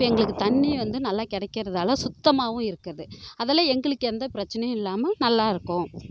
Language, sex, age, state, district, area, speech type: Tamil, female, 18-30, Tamil Nadu, Kallakurichi, rural, spontaneous